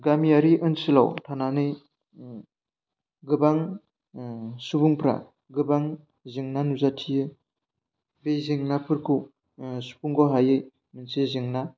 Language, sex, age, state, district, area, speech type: Bodo, male, 18-30, Assam, Udalguri, rural, spontaneous